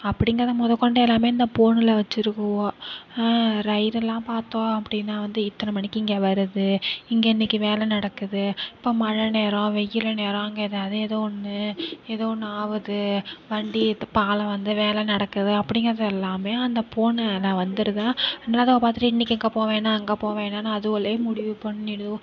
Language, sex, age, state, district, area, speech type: Tamil, female, 30-45, Tamil Nadu, Nagapattinam, rural, spontaneous